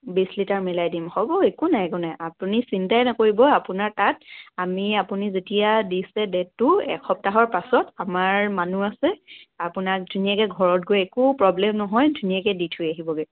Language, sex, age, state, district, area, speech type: Assamese, female, 30-45, Assam, Dibrugarh, rural, conversation